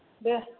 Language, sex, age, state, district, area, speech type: Bodo, female, 60+, Assam, Chirang, rural, conversation